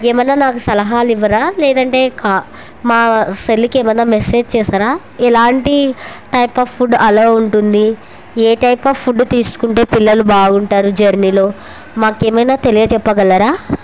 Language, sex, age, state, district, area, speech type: Telugu, female, 30-45, Andhra Pradesh, Kurnool, rural, spontaneous